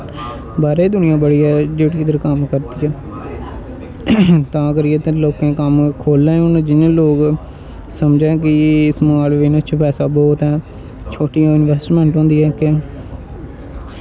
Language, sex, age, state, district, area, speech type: Dogri, male, 18-30, Jammu and Kashmir, Jammu, rural, spontaneous